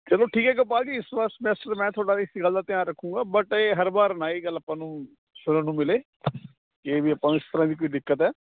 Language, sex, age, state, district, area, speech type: Punjabi, male, 30-45, Punjab, Kapurthala, urban, conversation